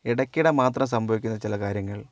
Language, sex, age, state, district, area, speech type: Malayalam, female, 18-30, Kerala, Wayanad, rural, spontaneous